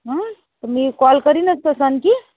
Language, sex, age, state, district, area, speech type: Marathi, female, 30-45, Maharashtra, Yavatmal, rural, conversation